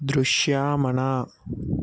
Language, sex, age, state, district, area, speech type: Telugu, male, 18-30, Telangana, Nalgonda, urban, read